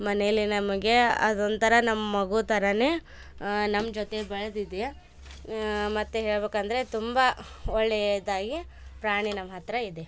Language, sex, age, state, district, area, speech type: Kannada, female, 18-30, Karnataka, Koppal, rural, spontaneous